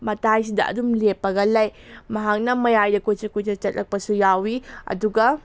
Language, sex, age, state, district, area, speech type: Manipuri, female, 18-30, Manipur, Kakching, rural, spontaneous